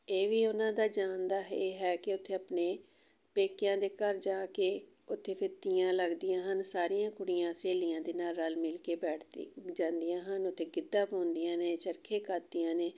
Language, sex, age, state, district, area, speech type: Punjabi, female, 45-60, Punjab, Amritsar, urban, spontaneous